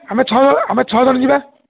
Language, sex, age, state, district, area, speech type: Odia, male, 60+, Odisha, Jharsuguda, rural, conversation